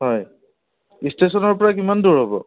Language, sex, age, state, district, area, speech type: Assamese, male, 30-45, Assam, Udalguri, rural, conversation